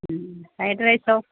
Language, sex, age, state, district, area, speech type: Malayalam, female, 45-60, Kerala, Pathanamthitta, rural, conversation